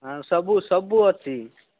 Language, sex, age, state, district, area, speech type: Odia, male, 30-45, Odisha, Nabarangpur, urban, conversation